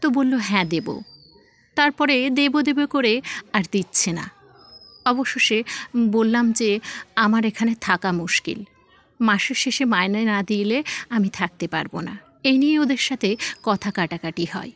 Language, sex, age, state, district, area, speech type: Bengali, female, 18-30, West Bengal, South 24 Parganas, rural, spontaneous